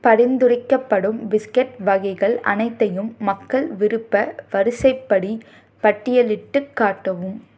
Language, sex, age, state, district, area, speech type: Tamil, female, 18-30, Tamil Nadu, Tiruppur, rural, read